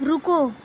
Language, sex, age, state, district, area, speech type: Urdu, female, 18-30, Uttar Pradesh, Mau, urban, read